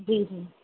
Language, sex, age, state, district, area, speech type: Sindhi, female, 30-45, Maharashtra, Mumbai Suburban, urban, conversation